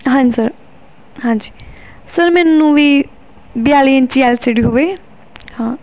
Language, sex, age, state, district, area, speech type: Punjabi, female, 18-30, Punjab, Barnala, urban, spontaneous